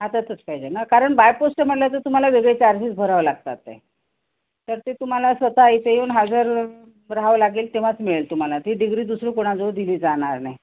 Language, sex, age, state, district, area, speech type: Marathi, female, 45-60, Maharashtra, Nanded, urban, conversation